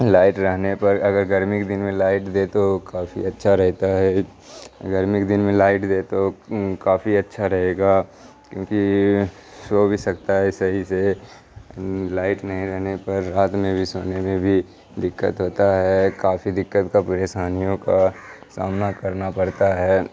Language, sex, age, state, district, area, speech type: Urdu, male, 18-30, Bihar, Supaul, rural, spontaneous